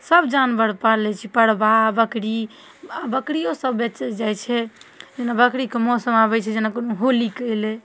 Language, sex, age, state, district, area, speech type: Maithili, female, 18-30, Bihar, Darbhanga, rural, spontaneous